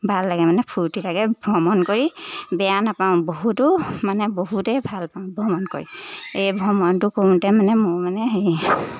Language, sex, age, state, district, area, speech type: Assamese, female, 18-30, Assam, Lakhimpur, urban, spontaneous